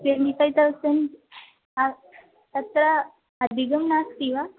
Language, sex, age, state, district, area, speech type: Sanskrit, female, 18-30, Kerala, Thrissur, urban, conversation